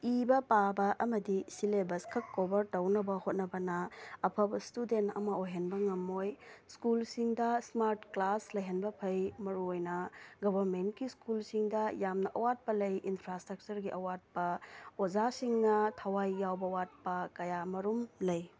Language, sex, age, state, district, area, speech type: Manipuri, female, 30-45, Manipur, Tengnoupal, rural, spontaneous